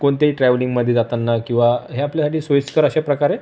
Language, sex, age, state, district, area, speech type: Marathi, male, 30-45, Maharashtra, Buldhana, urban, spontaneous